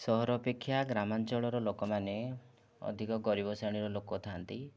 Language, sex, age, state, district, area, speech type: Odia, male, 30-45, Odisha, Kandhamal, rural, spontaneous